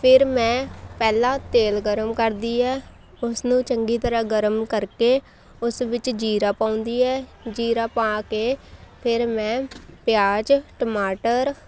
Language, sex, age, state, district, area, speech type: Punjabi, female, 18-30, Punjab, Shaheed Bhagat Singh Nagar, rural, spontaneous